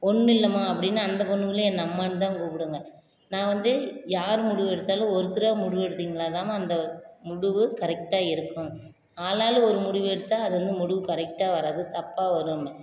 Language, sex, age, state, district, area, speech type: Tamil, female, 30-45, Tamil Nadu, Salem, rural, spontaneous